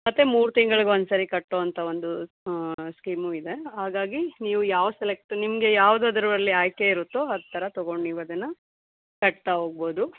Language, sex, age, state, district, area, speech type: Kannada, female, 30-45, Karnataka, Chikkaballapur, urban, conversation